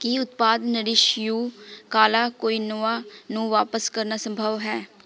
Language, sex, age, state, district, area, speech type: Punjabi, female, 18-30, Punjab, Shaheed Bhagat Singh Nagar, rural, read